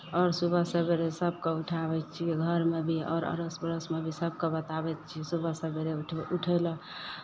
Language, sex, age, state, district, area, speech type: Maithili, female, 18-30, Bihar, Madhepura, rural, spontaneous